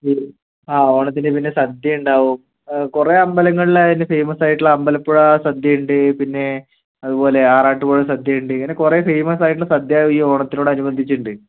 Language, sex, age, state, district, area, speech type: Malayalam, male, 45-60, Kerala, Palakkad, rural, conversation